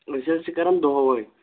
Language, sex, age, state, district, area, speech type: Kashmiri, male, 18-30, Jammu and Kashmir, Shopian, rural, conversation